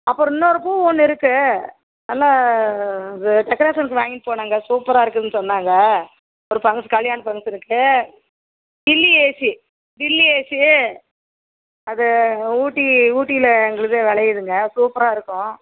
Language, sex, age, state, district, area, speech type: Tamil, female, 60+, Tamil Nadu, Madurai, rural, conversation